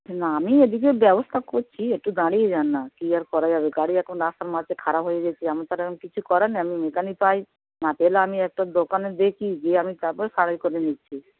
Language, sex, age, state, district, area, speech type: Bengali, female, 60+, West Bengal, Dakshin Dinajpur, rural, conversation